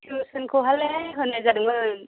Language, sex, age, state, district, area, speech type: Bodo, female, 30-45, Assam, Chirang, rural, conversation